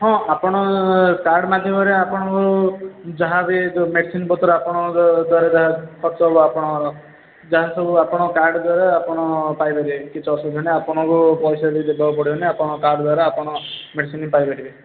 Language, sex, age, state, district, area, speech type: Odia, male, 18-30, Odisha, Ganjam, urban, conversation